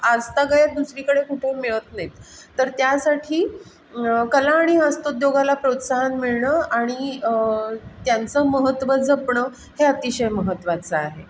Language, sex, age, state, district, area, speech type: Marathi, female, 45-60, Maharashtra, Pune, urban, spontaneous